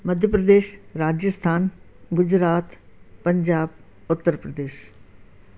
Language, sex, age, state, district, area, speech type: Sindhi, female, 60+, Madhya Pradesh, Katni, urban, spontaneous